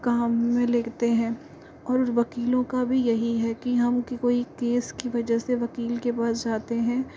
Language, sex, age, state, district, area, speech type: Hindi, female, 30-45, Rajasthan, Jaipur, urban, spontaneous